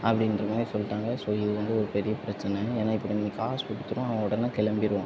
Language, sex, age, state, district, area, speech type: Tamil, male, 18-30, Tamil Nadu, Tirunelveli, rural, spontaneous